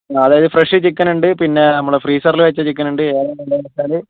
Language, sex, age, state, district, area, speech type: Malayalam, male, 18-30, Kerala, Wayanad, rural, conversation